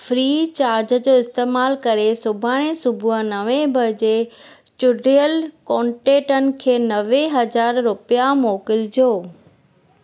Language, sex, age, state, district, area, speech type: Sindhi, female, 30-45, Gujarat, Junagadh, rural, read